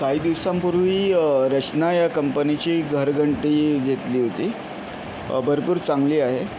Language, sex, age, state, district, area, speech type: Marathi, male, 30-45, Maharashtra, Yavatmal, urban, spontaneous